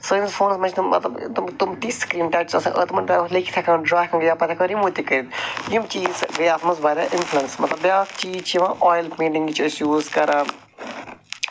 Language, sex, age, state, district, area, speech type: Kashmiri, male, 45-60, Jammu and Kashmir, Budgam, urban, spontaneous